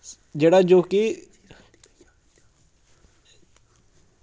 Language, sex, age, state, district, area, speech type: Dogri, male, 18-30, Jammu and Kashmir, Samba, rural, spontaneous